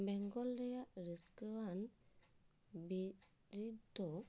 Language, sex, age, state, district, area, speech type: Santali, female, 30-45, West Bengal, Paschim Bardhaman, urban, spontaneous